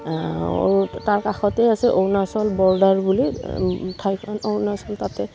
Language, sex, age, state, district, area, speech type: Assamese, female, 45-60, Assam, Udalguri, rural, spontaneous